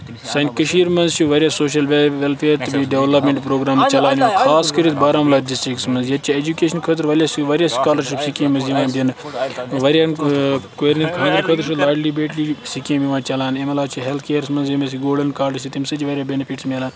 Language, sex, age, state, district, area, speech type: Kashmiri, male, 18-30, Jammu and Kashmir, Baramulla, urban, spontaneous